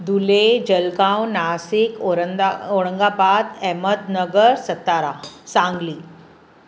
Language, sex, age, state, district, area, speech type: Sindhi, female, 45-60, Maharashtra, Mumbai City, urban, spontaneous